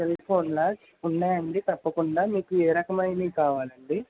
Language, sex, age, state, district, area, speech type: Telugu, male, 45-60, Andhra Pradesh, Krishna, urban, conversation